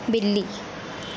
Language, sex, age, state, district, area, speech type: Hindi, female, 18-30, Madhya Pradesh, Harda, rural, read